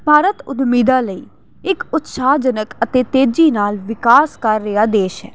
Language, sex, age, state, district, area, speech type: Punjabi, female, 18-30, Punjab, Jalandhar, urban, spontaneous